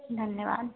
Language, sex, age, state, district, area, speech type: Hindi, female, 18-30, Madhya Pradesh, Narsinghpur, rural, conversation